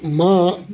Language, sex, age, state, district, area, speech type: Sindhi, male, 60+, Delhi, South Delhi, urban, spontaneous